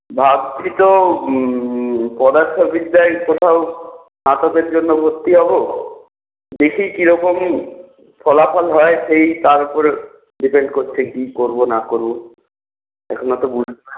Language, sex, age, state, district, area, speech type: Bengali, male, 45-60, West Bengal, Purulia, urban, conversation